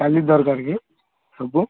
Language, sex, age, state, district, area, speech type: Odia, male, 18-30, Odisha, Malkangiri, urban, conversation